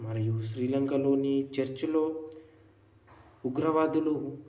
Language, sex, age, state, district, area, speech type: Telugu, male, 18-30, Telangana, Hanamkonda, rural, spontaneous